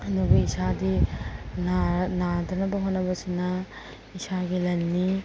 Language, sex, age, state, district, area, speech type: Manipuri, female, 30-45, Manipur, Imphal East, rural, spontaneous